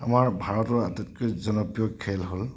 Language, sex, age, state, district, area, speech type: Assamese, male, 45-60, Assam, Nagaon, rural, spontaneous